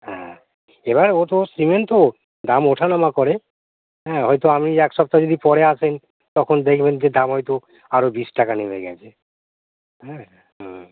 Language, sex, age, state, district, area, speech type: Bengali, male, 45-60, West Bengal, Hooghly, rural, conversation